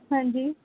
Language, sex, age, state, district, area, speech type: Punjabi, female, 18-30, Punjab, Mohali, rural, conversation